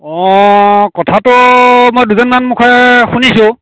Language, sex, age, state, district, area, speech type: Assamese, male, 60+, Assam, Nagaon, rural, conversation